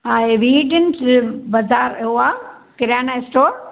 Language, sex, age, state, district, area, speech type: Sindhi, female, 60+, Maharashtra, Thane, urban, conversation